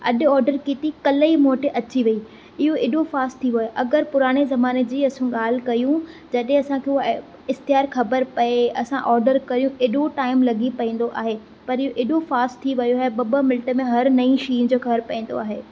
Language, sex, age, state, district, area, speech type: Sindhi, female, 18-30, Maharashtra, Thane, urban, spontaneous